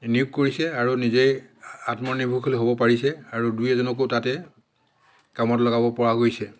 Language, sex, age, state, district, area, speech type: Assamese, male, 60+, Assam, Dhemaji, urban, spontaneous